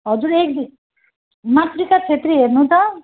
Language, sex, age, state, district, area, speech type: Nepali, female, 30-45, West Bengal, Darjeeling, rural, conversation